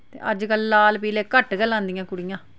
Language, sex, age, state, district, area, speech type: Dogri, female, 45-60, Jammu and Kashmir, Udhampur, rural, spontaneous